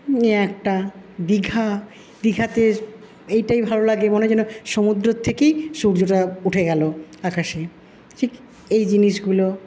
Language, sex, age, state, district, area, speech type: Bengali, female, 45-60, West Bengal, Paschim Bardhaman, urban, spontaneous